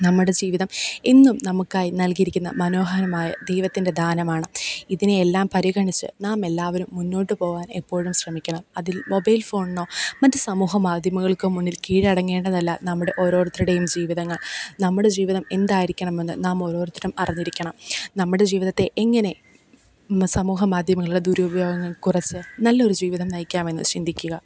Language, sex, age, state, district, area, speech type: Malayalam, female, 18-30, Kerala, Pathanamthitta, rural, spontaneous